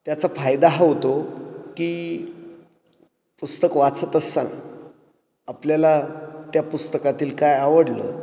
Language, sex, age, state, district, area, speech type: Marathi, male, 45-60, Maharashtra, Ahmednagar, urban, spontaneous